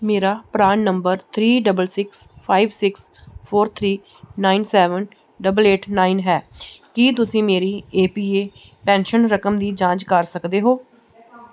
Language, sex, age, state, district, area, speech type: Punjabi, female, 30-45, Punjab, Gurdaspur, rural, read